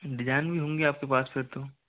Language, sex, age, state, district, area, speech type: Hindi, male, 45-60, Rajasthan, Jodhpur, rural, conversation